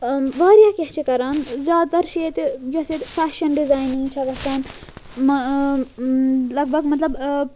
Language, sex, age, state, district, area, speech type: Kashmiri, female, 18-30, Jammu and Kashmir, Srinagar, urban, spontaneous